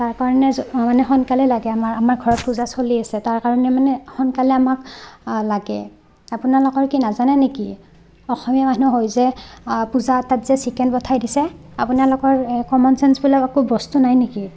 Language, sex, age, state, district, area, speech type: Assamese, female, 18-30, Assam, Barpeta, rural, spontaneous